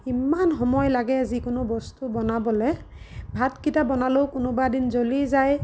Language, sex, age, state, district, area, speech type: Assamese, female, 30-45, Assam, Lakhimpur, rural, spontaneous